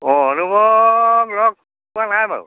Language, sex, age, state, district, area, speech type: Assamese, male, 60+, Assam, Lakhimpur, urban, conversation